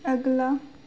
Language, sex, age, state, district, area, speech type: Hindi, female, 18-30, Madhya Pradesh, Chhindwara, urban, read